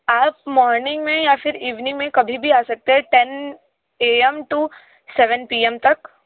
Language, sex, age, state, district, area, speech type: Hindi, female, 18-30, Uttar Pradesh, Sonbhadra, rural, conversation